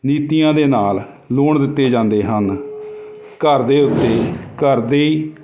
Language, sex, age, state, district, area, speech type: Punjabi, male, 45-60, Punjab, Jalandhar, urban, spontaneous